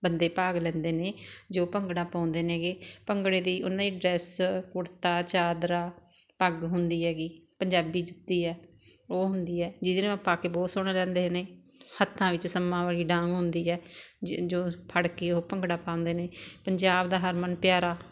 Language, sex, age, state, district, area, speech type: Punjabi, female, 60+, Punjab, Barnala, rural, spontaneous